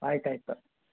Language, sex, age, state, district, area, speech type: Kannada, male, 45-60, Karnataka, Belgaum, rural, conversation